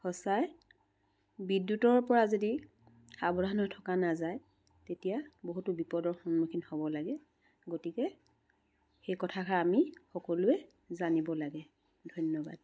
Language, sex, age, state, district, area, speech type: Assamese, female, 60+, Assam, Charaideo, urban, spontaneous